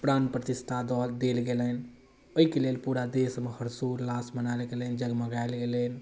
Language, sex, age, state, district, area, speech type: Maithili, male, 18-30, Bihar, Darbhanga, rural, spontaneous